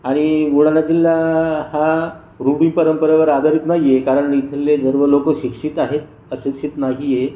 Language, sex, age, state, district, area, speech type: Marathi, male, 45-60, Maharashtra, Buldhana, rural, spontaneous